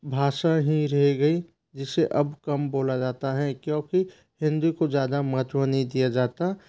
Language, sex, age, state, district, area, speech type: Hindi, male, 30-45, Madhya Pradesh, Bhopal, urban, spontaneous